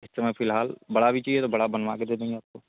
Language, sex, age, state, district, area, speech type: Hindi, male, 30-45, Uttar Pradesh, Chandauli, rural, conversation